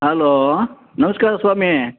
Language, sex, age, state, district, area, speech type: Kannada, male, 60+, Karnataka, Bellary, rural, conversation